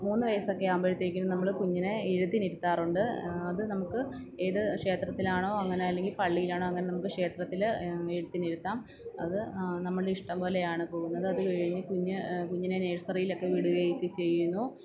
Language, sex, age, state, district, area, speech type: Malayalam, female, 30-45, Kerala, Pathanamthitta, urban, spontaneous